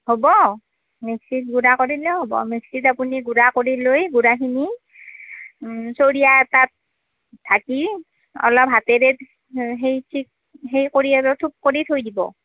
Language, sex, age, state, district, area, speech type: Assamese, female, 45-60, Assam, Nalbari, rural, conversation